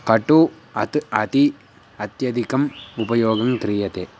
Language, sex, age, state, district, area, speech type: Sanskrit, male, 18-30, Andhra Pradesh, Guntur, rural, spontaneous